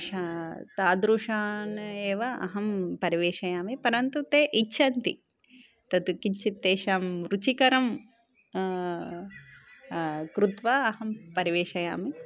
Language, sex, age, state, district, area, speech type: Sanskrit, female, 30-45, Telangana, Karimnagar, urban, spontaneous